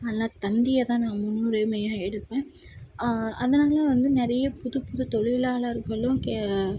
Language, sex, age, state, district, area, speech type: Tamil, female, 18-30, Tamil Nadu, Tirupattur, urban, spontaneous